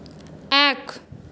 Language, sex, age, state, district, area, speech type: Bengali, female, 18-30, West Bengal, Purulia, urban, read